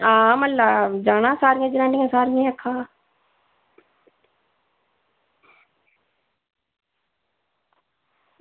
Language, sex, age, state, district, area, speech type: Dogri, female, 45-60, Jammu and Kashmir, Udhampur, rural, conversation